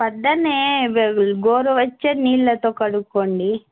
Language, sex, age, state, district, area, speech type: Telugu, female, 18-30, Andhra Pradesh, Annamaya, rural, conversation